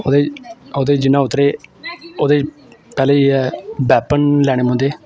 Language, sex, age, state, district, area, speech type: Dogri, male, 18-30, Jammu and Kashmir, Samba, urban, spontaneous